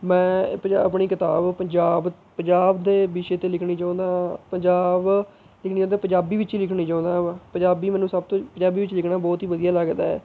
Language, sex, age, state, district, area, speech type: Punjabi, male, 18-30, Punjab, Mohali, rural, spontaneous